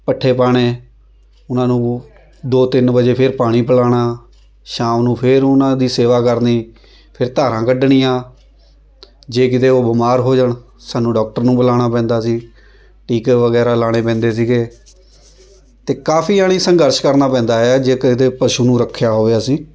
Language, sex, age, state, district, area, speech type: Punjabi, female, 30-45, Punjab, Shaheed Bhagat Singh Nagar, rural, spontaneous